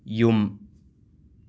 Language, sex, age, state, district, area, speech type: Manipuri, male, 30-45, Manipur, Imphal West, urban, read